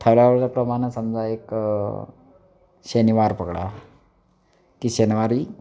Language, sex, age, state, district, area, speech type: Marathi, male, 30-45, Maharashtra, Akola, urban, spontaneous